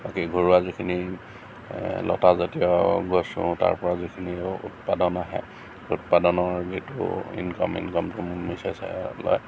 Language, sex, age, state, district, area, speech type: Assamese, male, 45-60, Assam, Lakhimpur, rural, spontaneous